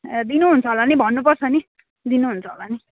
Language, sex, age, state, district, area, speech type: Nepali, female, 30-45, West Bengal, Jalpaiguri, rural, conversation